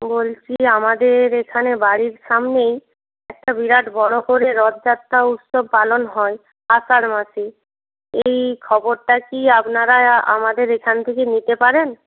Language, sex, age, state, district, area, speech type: Bengali, female, 18-30, West Bengal, Purba Medinipur, rural, conversation